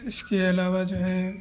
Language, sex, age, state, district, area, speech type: Hindi, male, 18-30, Bihar, Madhepura, rural, spontaneous